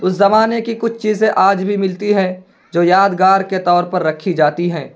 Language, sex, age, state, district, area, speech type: Urdu, male, 18-30, Bihar, Purnia, rural, spontaneous